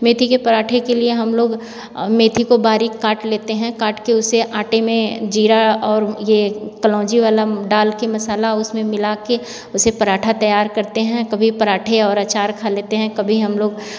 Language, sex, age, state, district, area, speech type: Hindi, female, 45-60, Uttar Pradesh, Varanasi, rural, spontaneous